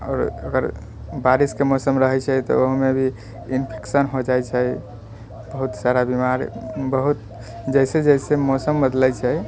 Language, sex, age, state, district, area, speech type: Maithili, male, 45-60, Bihar, Purnia, rural, spontaneous